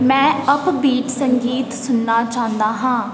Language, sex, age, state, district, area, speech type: Punjabi, female, 18-30, Punjab, Tarn Taran, urban, read